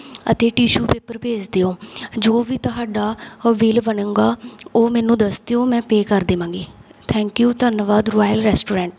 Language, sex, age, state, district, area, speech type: Punjabi, female, 18-30, Punjab, Mansa, rural, spontaneous